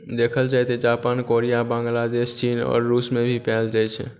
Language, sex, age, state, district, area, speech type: Maithili, male, 18-30, Bihar, Supaul, rural, spontaneous